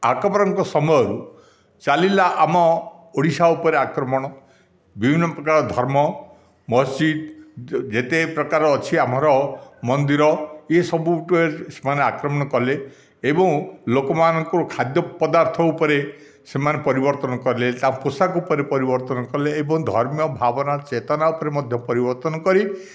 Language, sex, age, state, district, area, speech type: Odia, male, 60+, Odisha, Dhenkanal, rural, spontaneous